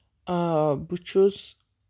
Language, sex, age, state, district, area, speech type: Kashmiri, male, 18-30, Jammu and Kashmir, Baramulla, rural, spontaneous